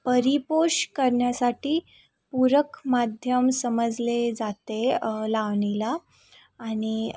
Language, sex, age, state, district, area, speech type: Marathi, female, 18-30, Maharashtra, Sindhudurg, rural, spontaneous